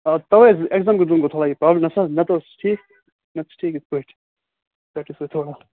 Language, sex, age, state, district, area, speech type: Kashmiri, female, 18-30, Jammu and Kashmir, Kupwara, rural, conversation